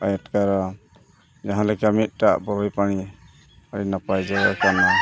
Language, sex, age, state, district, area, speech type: Santali, male, 45-60, Odisha, Mayurbhanj, rural, spontaneous